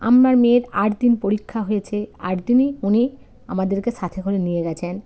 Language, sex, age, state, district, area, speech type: Bengali, female, 45-60, West Bengal, Jalpaiguri, rural, spontaneous